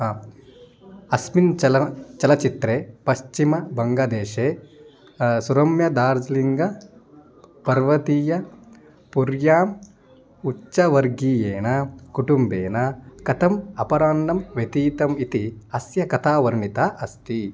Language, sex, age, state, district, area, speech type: Sanskrit, male, 18-30, Karnataka, Chitradurga, rural, read